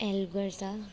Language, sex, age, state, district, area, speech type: Nepali, female, 30-45, West Bengal, Alipurduar, urban, spontaneous